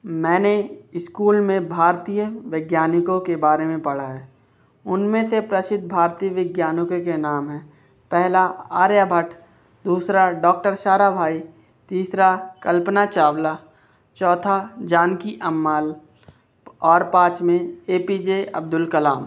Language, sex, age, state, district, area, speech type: Hindi, male, 18-30, Madhya Pradesh, Bhopal, urban, spontaneous